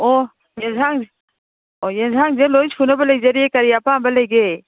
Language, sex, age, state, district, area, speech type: Manipuri, female, 60+, Manipur, Imphal East, rural, conversation